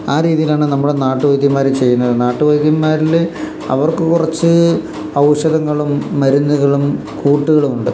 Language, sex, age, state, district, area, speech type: Malayalam, male, 45-60, Kerala, Palakkad, rural, spontaneous